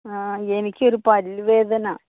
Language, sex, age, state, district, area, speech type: Malayalam, female, 60+, Kerala, Wayanad, rural, conversation